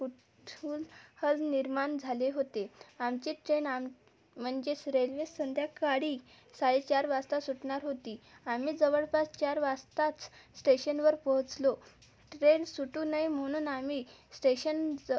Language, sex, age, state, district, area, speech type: Marathi, female, 18-30, Maharashtra, Amravati, urban, spontaneous